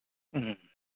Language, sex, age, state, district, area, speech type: Manipuri, male, 30-45, Manipur, Ukhrul, urban, conversation